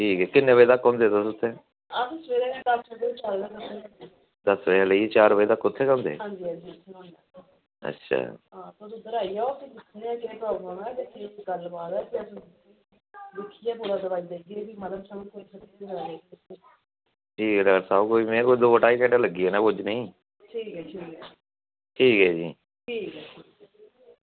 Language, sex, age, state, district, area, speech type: Dogri, male, 45-60, Jammu and Kashmir, Samba, rural, conversation